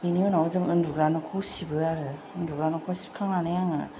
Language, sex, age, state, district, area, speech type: Bodo, female, 30-45, Assam, Kokrajhar, rural, spontaneous